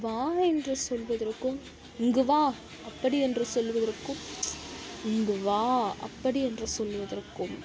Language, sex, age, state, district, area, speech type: Tamil, female, 45-60, Tamil Nadu, Mayiladuthurai, rural, spontaneous